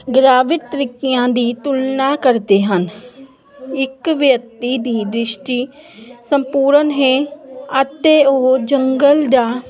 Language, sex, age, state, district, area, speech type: Punjabi, female, 30-45, Punjab, Jalandhar, urban, spontaneous